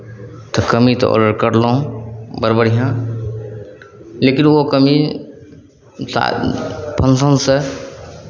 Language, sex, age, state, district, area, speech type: Maithili, male, 18-30, Bihar, Araria, rural, spontaneous